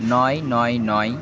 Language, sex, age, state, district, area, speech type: Bengali, male, 45-60, West Bengal, Purba Bardhaman, urban, spontaneous